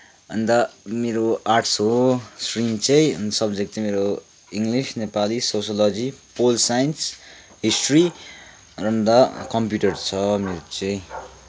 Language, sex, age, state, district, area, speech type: Nepali, male, 18-30, West Bengal, Kalimpong, rural, spontaneous